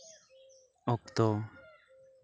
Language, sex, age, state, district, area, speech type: Santali, male, 18-30, West Bengal, Bankura, rural, spontaneous